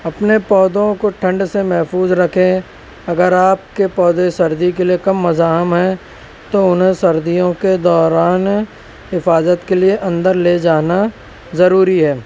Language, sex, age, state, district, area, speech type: Urdu, male, 18-30, Maharashtra, Nashik, urban, spontaneous